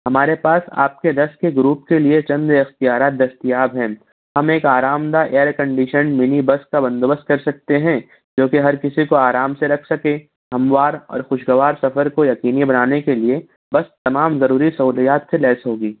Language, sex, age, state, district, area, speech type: Urdu, male, 60+, Maharashtra, Nashik, urban, conversation